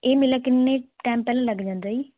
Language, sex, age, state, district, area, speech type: Punjabi, female, 18-30, Punjab, Muktsar, rural, conversation